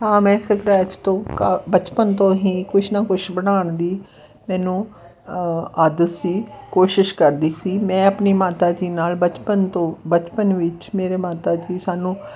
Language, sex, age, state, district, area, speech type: Punjabi, female, 45-60, Punjab, Fatehgarh Sahib, rural, spontaneous